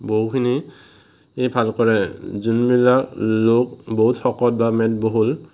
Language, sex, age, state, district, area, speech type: Assamese, male, 18-30, Assam, Morigaon, rural, spontaneous